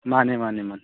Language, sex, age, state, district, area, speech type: Manipuri, male, 60+, Manipur, Chandel, rural, conversation